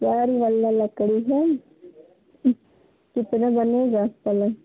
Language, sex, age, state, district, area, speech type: Hindi, female, 18-30, Uttar Pradesh, Pratapgarh, urban, conversation